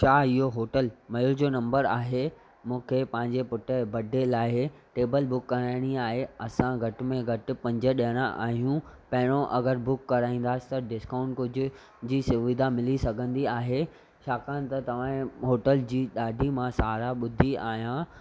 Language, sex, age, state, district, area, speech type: Sindhi, male, 18-30, Maharashtra, Thane, urban, spontaneous